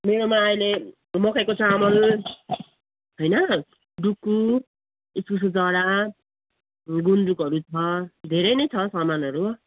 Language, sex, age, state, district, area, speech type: Nepali, female, 45-60, West Bengal, Jalpaiguri, rural, conversation